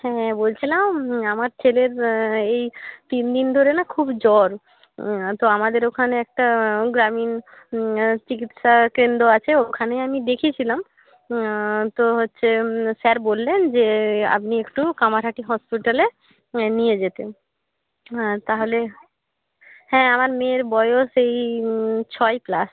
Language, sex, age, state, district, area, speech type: Bengali, female, 18-30, West Bengal, North 24 Parganas, rural, conversation